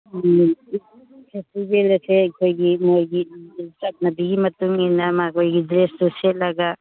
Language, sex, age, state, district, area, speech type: Manipuri, female, 60+, Manipur, Churachandpur, urban, conversation